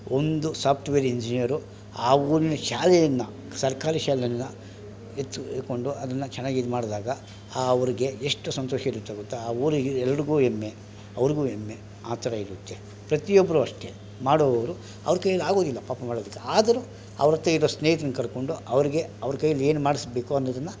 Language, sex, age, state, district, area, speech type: Kannada, male, 45-60, Karnataka, Bangalore Rural, rural, spontaneous